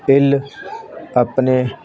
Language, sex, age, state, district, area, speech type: Punjabi, male, 60+, Punjab, Hoshiarpur, rural, spontaneous